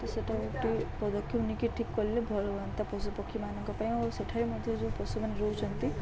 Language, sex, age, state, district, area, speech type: Odia, female, 18-30, Odisha, Subarnapur, urban, spontaneous